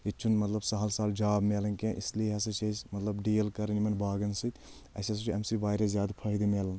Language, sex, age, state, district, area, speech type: Kashmiri, male, 18-30, Jammu and Kashmir, Anantnag, rural, spontaneous